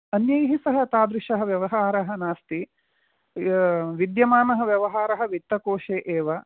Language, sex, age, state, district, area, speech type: Sanskrit, male, 45-60, Karnataka, Uttara Kannada, rural, conversation